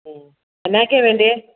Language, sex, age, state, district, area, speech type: Malayalam, female, 45-60, Kerala, Kottayam, rural, conversation